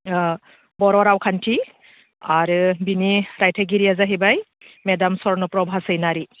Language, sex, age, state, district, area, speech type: Bodo, female, 30-45, Assam, Udalguri, urban, conversation